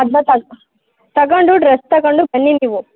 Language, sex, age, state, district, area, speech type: Kannada, female, 18-30, Karnataka, Mandya, rural, conversation